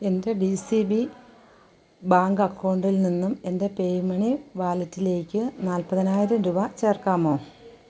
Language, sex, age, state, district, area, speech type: Malayalam, female, 45-60, Kerala, Kollam, rural, read